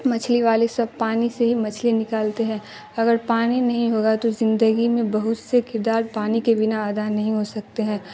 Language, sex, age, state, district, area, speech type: Urdu, female, 30-45, Bihar, Darbhanga, rural, spontaneous